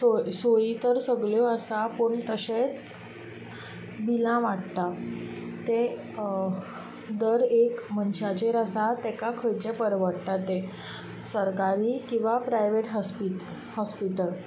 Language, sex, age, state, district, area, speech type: Goan Konkani, female, 30-45, Goa, Tiswadi, rural, spontaneous